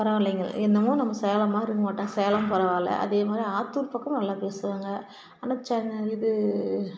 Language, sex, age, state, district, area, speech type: Tamil, female, 45-60, Tamil Nadu, Salem, rural, spontaneous